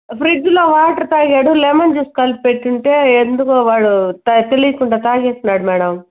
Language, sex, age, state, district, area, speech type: Telugu, female, 45-60, Andhra Pradesh, Chittoor, rural, conversation